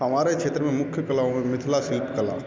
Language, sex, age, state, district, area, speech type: Hindi, male, 30-45, Bihar, Darbhanga, rural, spontaneous